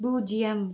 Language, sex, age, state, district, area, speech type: Tamil, female, 18-30, Tamil Nadu, Pudukkottai, rural, read